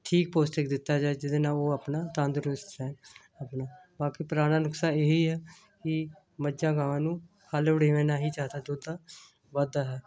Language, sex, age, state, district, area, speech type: Punjabi, female, 60+, Punjab, Hoshiarpur, rural, spontaneous